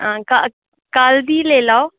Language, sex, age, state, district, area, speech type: Dogri, female, 30-45, Jammu and Kashmir, Udhampur, urban, conversation